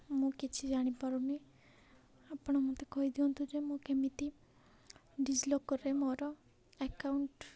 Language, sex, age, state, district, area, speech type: Odia, female, 18-30, Odisha, Nabarangpur, urban, spontaneous